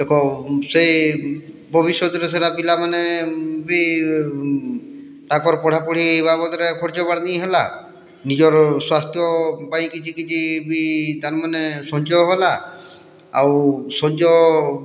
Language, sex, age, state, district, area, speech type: Odia, male, 60+, Odisha, Boudh, rural, spontaneous